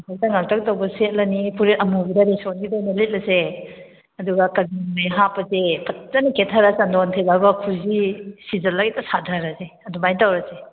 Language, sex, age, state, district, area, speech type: Manipuri, female, 30-45, Manipur, Kakching, rural, conversation